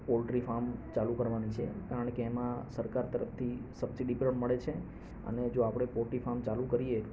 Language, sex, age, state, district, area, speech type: Gujarati, male, 45-60, Gujarat, Ahmedabad, urban, spontaneous